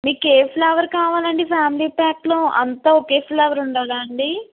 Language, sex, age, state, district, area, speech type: Telugu, female, 60+, Andhra Pradesh, Eluru, urban, conversation